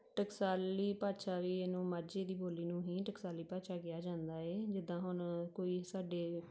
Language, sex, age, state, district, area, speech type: Punjabi, female, 30-45, Punjab, Tarn Taran, rural, spontaneous